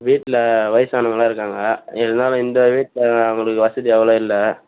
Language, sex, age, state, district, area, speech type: Tamil, male, 18-30, Tamil Nadu, Vellore, urban, conversation